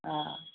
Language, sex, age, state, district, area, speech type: Sindhi, female, 45-60, Gujarat, Kutch, urban, conversation